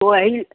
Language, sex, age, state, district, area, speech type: Hindi, male, 60+, Bihar, Begusarai, rural, conversation